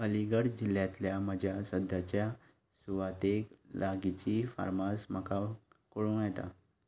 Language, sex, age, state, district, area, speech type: Goan Konkani, male, 18-30, Goa, Ponda, rural, read